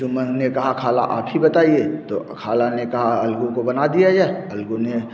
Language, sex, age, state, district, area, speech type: Hindi, male, 45-60, Uttar Pradesh, Bhadohi, urban, spontaneous